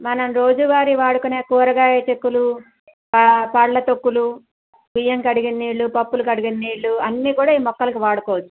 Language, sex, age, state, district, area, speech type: Telugu, female, 60+, Andhra Pradesh, Krishna, rural, conversation